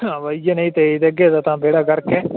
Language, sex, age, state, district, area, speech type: Dogri, male, 18-30, Jammu and Kashmir, Udhampur, rural, conversation